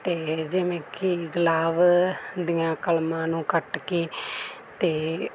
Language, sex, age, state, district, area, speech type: Punjabi, female, 30-45, Punjab, Mansa, urban, spontaneous